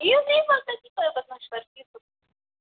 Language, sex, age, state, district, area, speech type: Kashmiri, female, 45-60, Jammu and Kashmir, Kupwara, rural, conversation